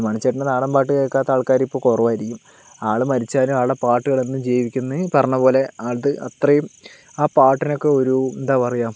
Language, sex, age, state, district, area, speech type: Malayalam, male, 18-30, Kerala, Palakkad, rural, spontaneous